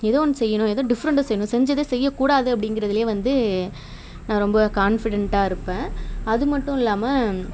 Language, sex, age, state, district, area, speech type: Tamil, female, 30-45, Tamil Nadu, Tiruvarur, urban, spontaneous